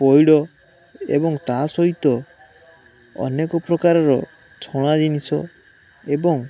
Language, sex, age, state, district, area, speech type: Odia, male, 18-30, Odisha, Balasore, rural, spontaneous